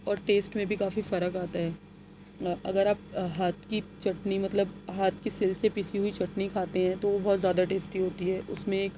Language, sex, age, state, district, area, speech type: Urdu, female, 30-45, Delhi, Central Delhi, urban, spontaneous